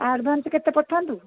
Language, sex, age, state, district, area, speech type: Odia, female, 30-45, Odisha, Cuttack, urban, conversation